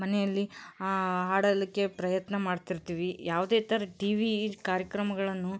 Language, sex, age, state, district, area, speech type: Kannada, female, 30-45, Karnataka, Koppal, rural, spontaneous